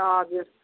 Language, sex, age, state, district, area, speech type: Nepali, female, 45-60, West Bengal, Jalpaiguri, urban, conversation